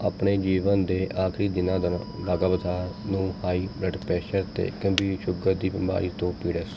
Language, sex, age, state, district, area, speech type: Punjabi, male, 30-45, Punjab, Mohali, urban, read